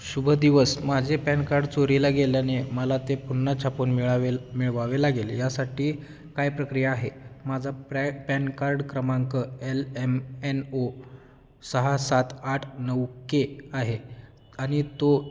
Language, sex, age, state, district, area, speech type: Marathi, male, 18-30, Maharashtra, Osmanabad, rural, read